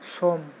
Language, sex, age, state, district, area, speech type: Bodo, male, 18-30, Assam, Kokrajhar, rural, read